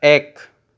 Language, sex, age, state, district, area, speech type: Assamese, male, 18-30, Assam, Charaideo, urban, read